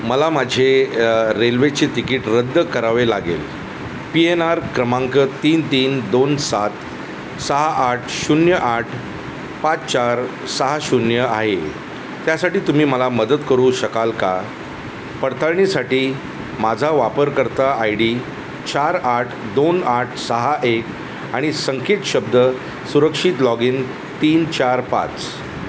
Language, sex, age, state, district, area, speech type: Marathi, male, 45-60, Maharashtra, Thane, rural, read